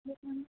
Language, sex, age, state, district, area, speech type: Assamese, female, 18-30, Assam, Lakhimpur, rural, conversation